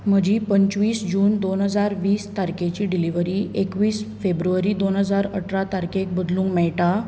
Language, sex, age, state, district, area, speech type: Goan Konkani, female, 18-30, Goa, Bardez, urban, read